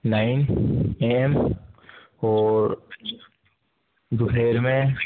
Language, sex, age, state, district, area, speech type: Urdu, male, 18-30, Delhi, North East Delhi, urban, conversation